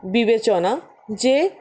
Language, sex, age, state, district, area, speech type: Bengali, female, 60+, West Bengal, Paschim Bardhaman, rural, spontaneous